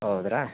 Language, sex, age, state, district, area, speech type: Kannada, male, 45-60, Karnataka, Davanagere, urban, conversation